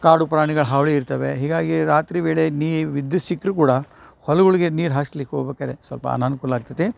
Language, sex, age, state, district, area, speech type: Kannada, male, 60+, Karnataka, Dharwad, rural, spontaneous